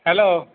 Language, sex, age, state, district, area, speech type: Assamese, male, 45-60, Assam, Tinsukia, rural, conversation